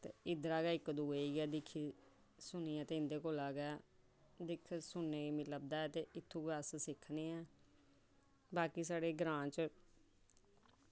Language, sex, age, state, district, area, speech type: Dogri, female, 30-45, Jammu and Kashmir, Samba, rural, spontaneous